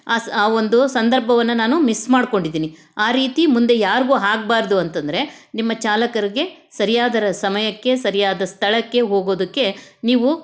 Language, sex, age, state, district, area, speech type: Kannada, female, 60+, Karnataka, Chitradurga, rural, spontaneous